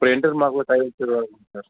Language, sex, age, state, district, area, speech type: Tamil, male, 60+, Tamil Nadu, Mayiladuthurai, rural, conversation